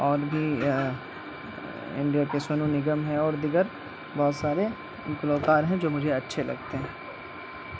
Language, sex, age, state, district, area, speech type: Urdu, male, 18-30, Bihar, Purnia, rural, spontaneous